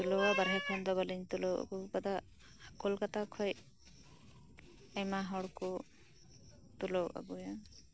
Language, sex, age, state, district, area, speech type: Santali, female, 18-30, West Bengal, Birbhum, rural, spontaneous